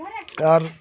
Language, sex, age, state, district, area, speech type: Bengali, male, 18-30, West Bengal, Birbhum, urban, spontaneous